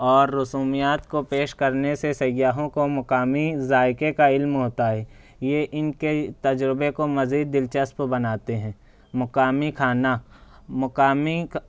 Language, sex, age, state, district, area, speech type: Urdu, male, 18-30, Maharashtra, Nashik, urban, spontaneous